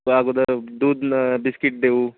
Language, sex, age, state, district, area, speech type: Marathi, male, 18-30, Maharashtra, Jalna, rural, conversation